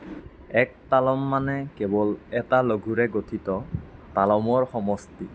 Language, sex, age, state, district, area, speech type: Assamese, male, 45-60, Assam, Lakhimpur, rural, read